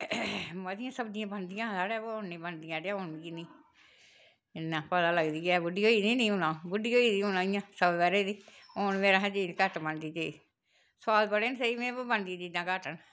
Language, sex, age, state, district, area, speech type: Dogri, female, 60+, Jammu and Kashmir, Reasi, rural, spontaneous